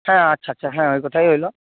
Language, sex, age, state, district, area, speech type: Bengali, male, 30-45, West Bengal, Purba Medinipur, rural, conversation